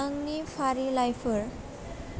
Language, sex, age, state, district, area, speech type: Bodo, female, 18-30, Assam, Chirang, urban, read